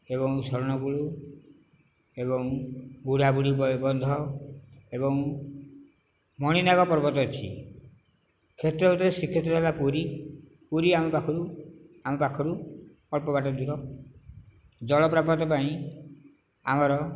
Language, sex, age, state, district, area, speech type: Odia, male, 60+, Odisha, Nayagarh, rural, spontaneous